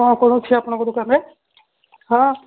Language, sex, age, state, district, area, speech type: Odia, female, 45-60, Odisha, Angul, rural, conversation